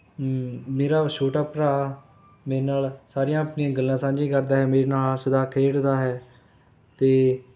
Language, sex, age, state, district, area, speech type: Punjabi, male, 18-30, Punjab, Rupnagar, rural, spontaneous